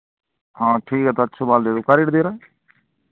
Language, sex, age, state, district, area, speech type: Hindi, male, 45-60, Madhya Pradesh, Seoni, urban, conversation